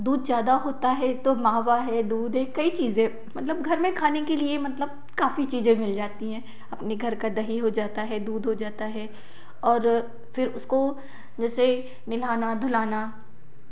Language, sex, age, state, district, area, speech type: Hindi, female, 30-45, Madhya Pradesh, Betul, urban, spontaneous